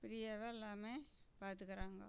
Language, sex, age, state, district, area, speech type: Tamil, female, 60+, Tamil Nadu, Namakkal, rural, spontaneous